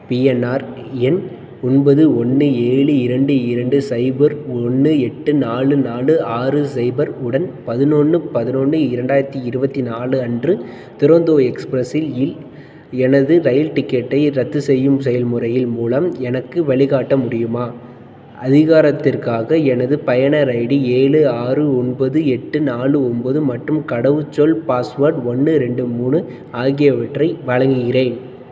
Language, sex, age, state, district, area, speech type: Tamil, male, 18-30, Tamil Nadu, Tiruchirappalli, rural, read